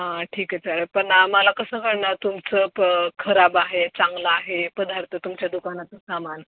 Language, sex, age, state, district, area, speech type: Marathi, female, 18-30, Maharashtra, Osmanabad, rural, conversation